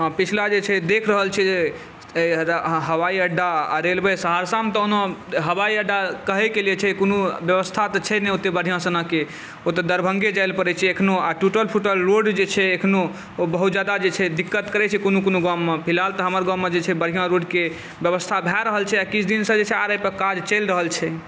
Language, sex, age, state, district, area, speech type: Maithili, male, 18-30, Bihar, Saharsa, urban, spontaneous